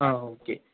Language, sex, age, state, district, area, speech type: Tamil, male, 30-45, Tamil Nadu, Kallakurichi, urban, conversation